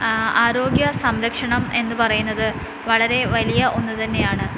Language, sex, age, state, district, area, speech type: Malayalam, female, 18-30, Kerala, Wayanad, rural, spontaneous